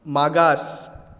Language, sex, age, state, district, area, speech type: Goan Konkani, male, 18-30, Goa, Tiswadi, rural, read